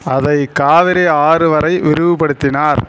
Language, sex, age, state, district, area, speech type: Tamil, male, 45-60, Tamil Nadu, Ariyalur, rural, read